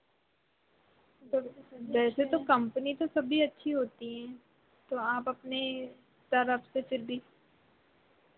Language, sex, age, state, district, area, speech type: Hindi, female, 18-30, Madhya Pradesh, Chhindwara, urban, conversation